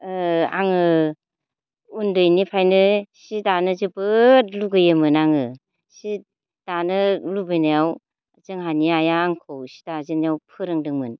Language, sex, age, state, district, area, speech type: Bodo, female, 45-60, Assam, Baksa, rural, spontaneous